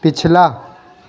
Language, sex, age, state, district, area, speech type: Urdu, male, 18-30, Uttar Pradesh, Lucknow, urban, read